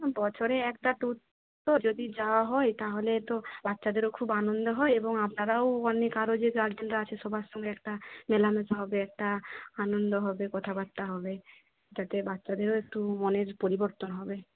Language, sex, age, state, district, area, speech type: Bengali, female, 30-45, West Bengal, Jhargram, rural, conversation